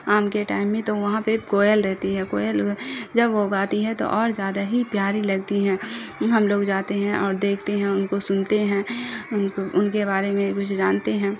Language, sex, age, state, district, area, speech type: Urdu, female, 18-30, Bihar, Saharsa, rural, spontaneous